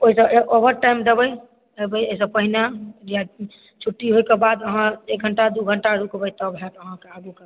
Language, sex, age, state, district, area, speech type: Maithili, female, 30-45, Bihar, Supaul, urban, conversation